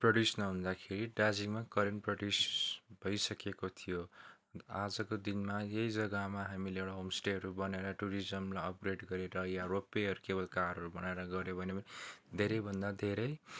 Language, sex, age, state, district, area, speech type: Nepali, male, 30-45, West Bengal, Darjeeling, rural, spontaneous